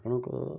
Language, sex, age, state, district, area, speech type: Odia, male, 45-60, Odisha, Bhadrak, rural, spontaneous